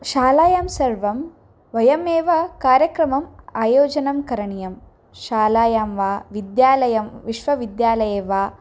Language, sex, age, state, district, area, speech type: Sanskrit, female, 18-30, Karnataka, Dharwad, urban, spontaneous